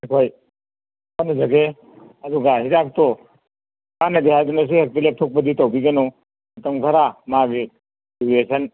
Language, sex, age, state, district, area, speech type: Manipuri, male, 60+, Manipur, Churachandpur, urban, conversation